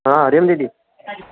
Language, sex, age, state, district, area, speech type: Sindhi, male, 30-45, Gujarat, Kutch, rural, conversation